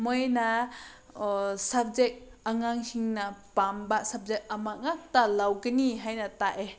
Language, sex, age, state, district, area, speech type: Manipuri, female, 30-45, Manipur, Senapati, rural, spontaneous